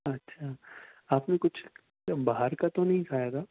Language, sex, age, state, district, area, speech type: Urdu, male, 18-30, Delhi, Central Delhi, urban, conversation